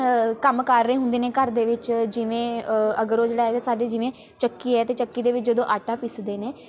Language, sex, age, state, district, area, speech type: Punjabi, female, 18-30, Punjab, Patiala, rural, spontaneous